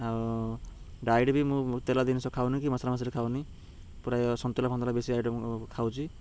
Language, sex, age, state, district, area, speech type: Odia, male, 30-45, Odisha, Ganjam, urban, spontaneous